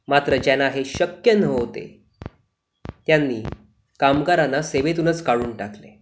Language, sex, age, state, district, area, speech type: Marathi, male, 18-30, Maharashtra, Sindhudurg, rural, spontaneous